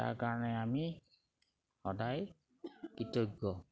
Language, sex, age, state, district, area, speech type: Assamese, male, 45-60, Assam, Sivasagar, rural, spontaneous